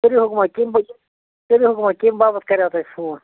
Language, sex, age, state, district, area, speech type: Kashmiri, male, 30-45, Jammu and Kashmir, Bandipora, rural, conversation